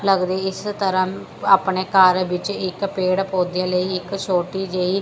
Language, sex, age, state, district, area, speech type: Punjabi, female, 30-45, Punjab, Pathankot, rural, spontaneous